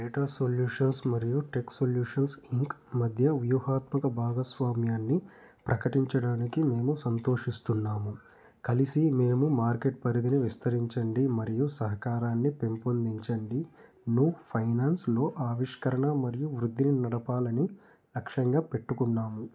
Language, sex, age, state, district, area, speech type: Telugu, male, 18-30, Andhra Pradesh, Nellore, rural, read